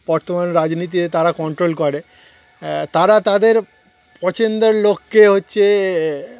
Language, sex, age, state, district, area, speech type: Bengali, male, 30-45, West Bengal, Darjeeling, urban, spontaneous